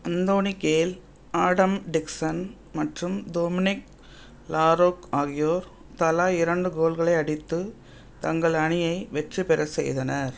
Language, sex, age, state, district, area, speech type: Tamil, female, 60+, Tamil Nadu, Thanjavur, urban, read